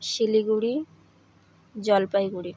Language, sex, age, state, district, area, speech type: Bengali, female, 18-30, West Bengal, Howrah, urban, spontaneous